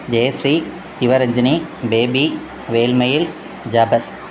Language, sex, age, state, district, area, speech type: Tamil, male, 30-45, Tamil Nadu, Thoothukudi, urban, spontaneous